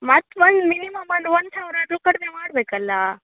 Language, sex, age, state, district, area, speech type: Kannada, female, 18-30, Karnataka, Uttara Kannada, rural, conversation